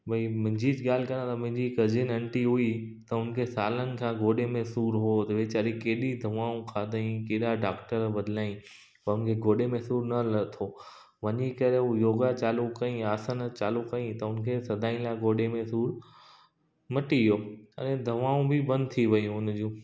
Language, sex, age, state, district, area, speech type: Sindhi, male, 30-45, Gujarat, Kutch, rural, spontaneous